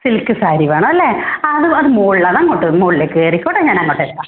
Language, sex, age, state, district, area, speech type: Malayalam, female, 30-45, Kerala, Kannur, urban, conversation